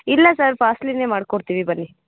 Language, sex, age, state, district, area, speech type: Kannada, female, 18-30, Karnataka, Chikkamagaluru, rural, conversation